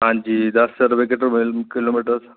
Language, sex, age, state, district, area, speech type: Dogri, male, 30-45, Jammu and Kashmir, Reasi, rural, conversation